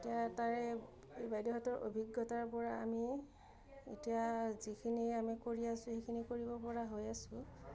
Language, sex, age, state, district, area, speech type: Assamese, female, 30-45, Assam, Udalguri, urban, spontaneous